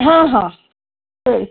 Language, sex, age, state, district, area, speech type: Kannada, female, 60+, Karnataka, Gulbarga, urban, conversation